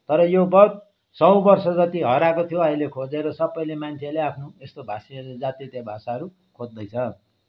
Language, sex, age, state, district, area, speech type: Nepali, male, 60+, West Bengal, Darjeeling, rural, spontaneous